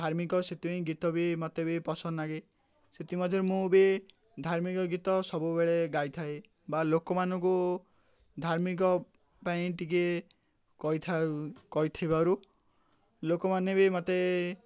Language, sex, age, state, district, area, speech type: Odia, male, 18-30, Odisha, Ganjam, urban, spontaneous